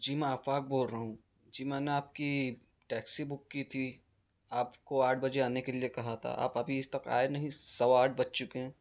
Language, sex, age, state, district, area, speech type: Urdu, male, 18-30, Maharashtra, Nashik, rural, spontaneous